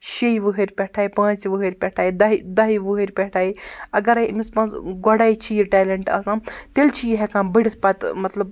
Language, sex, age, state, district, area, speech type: Kashmiri, male, 45-60, Jammu and Kashmir, Baramulla, rural, spontaneous